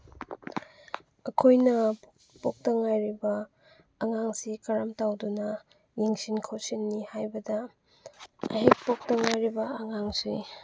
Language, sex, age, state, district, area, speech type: Manipuri, female, 18-30, Manipur, Chandel, rural, spontaneous